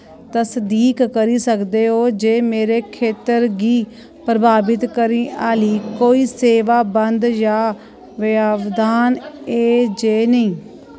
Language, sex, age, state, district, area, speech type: Dogri, female, 45-60, Jammu and Kashmir, Kathua, rural, read